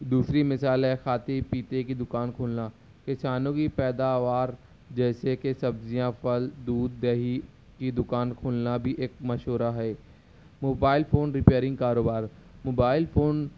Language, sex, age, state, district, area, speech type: Urdu, male, 18-30, Maharashtra, Nashik, rural, spontaneous